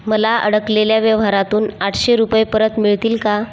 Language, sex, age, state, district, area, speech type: Marathi, female, 18-30, Maharashtra, Buldhana, rural, read